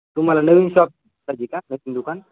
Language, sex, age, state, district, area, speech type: Marathi, male, 18-30, Maharashtra, Beed, rural, conversation